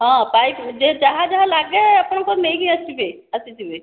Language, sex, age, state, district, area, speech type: Odia, female, 30-45, Odisha, Khordha, rural, conversation